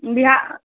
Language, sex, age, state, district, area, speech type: Maithili, female, 18-30, Bihar, Saharsa, rural, conversation